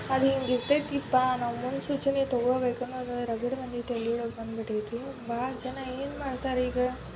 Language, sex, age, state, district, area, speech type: Kannada, female, 18-30, Karnataka, Dharwad, urban, spontaneous